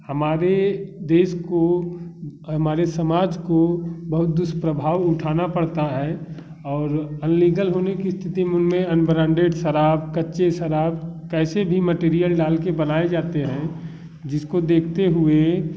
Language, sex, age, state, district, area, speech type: Hindi, male, 30-45, Uttar Pradesh, Bhadohi, urban, spontaneous